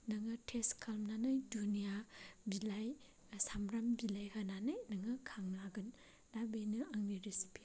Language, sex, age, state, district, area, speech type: Bodo, male, 30-45, Assam, Chirang, rural, spontaneous